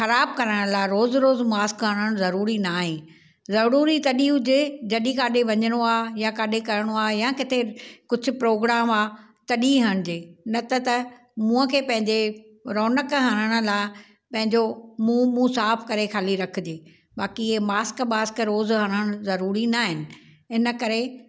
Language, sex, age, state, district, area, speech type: Sindhi, female, 60+, Maharashtra, Thane, urban, spontaneous